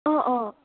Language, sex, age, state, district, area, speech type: Assamese, female, 18-30, Assam, Morigaon, rural, conversation